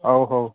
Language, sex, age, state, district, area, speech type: Odia, male, 45-60, Odisha, Nabarangpur, rural, conversation